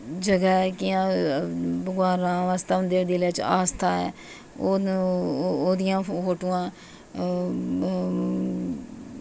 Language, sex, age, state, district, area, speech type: Dogri, female, 45-60, Jammu and Kashmir, Jammu, urban, spontaneous